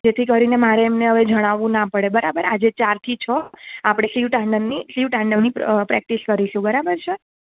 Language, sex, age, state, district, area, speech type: Gujarati, female, 18-30, Gujarat, Surat, rural, conversation